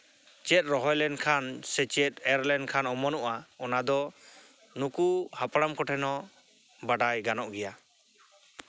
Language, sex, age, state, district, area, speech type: Santali, male, 30-45, West Bengal, Jhargram, rural, spontaneous